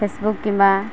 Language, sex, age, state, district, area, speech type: Odia, female, 45-60, Odisha, Malkangiri, urban, spontaneous